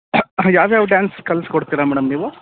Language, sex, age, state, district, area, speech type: Kannada, male, 30-45, Karnataka, Davanagere, urban, conversation